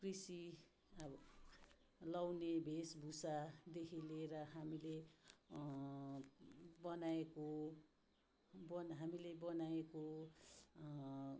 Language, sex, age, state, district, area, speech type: Nepali, female, 30-45, West Bengal, Darjeeling, rural, spontaneous